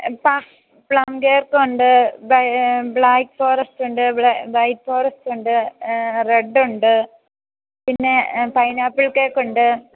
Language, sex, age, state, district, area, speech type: Malayalam, female, 30-45, Kerala, Idukki, rural, conversation